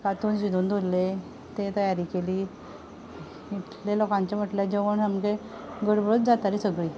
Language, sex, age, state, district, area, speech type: Goan Konkani, female, 45-60, Goa, Ponda, rural, spontaneous